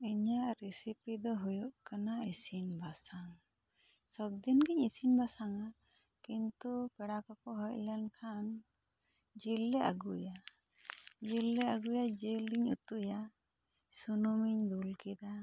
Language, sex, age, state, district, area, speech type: Santali, female, 45-60, West Bengal, Bankura, rural, spontaneous